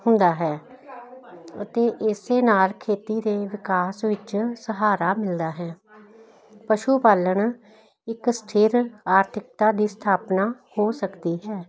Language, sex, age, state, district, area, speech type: Punjabi, female, 60+, Punjab, Jalandhar, urban, spontaneous